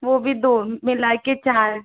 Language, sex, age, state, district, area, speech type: Hindi, female, 18-30, Rajasthan, Jaipur, urban, conversation